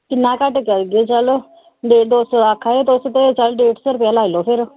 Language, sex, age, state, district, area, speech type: Dogri, female, 30-45, Jammu and Kashmir, Samba, urban, conversation